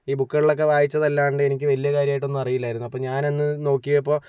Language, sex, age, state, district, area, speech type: Malayalam, male, 60+, Kerala, Kozhikode, urban, spontaneous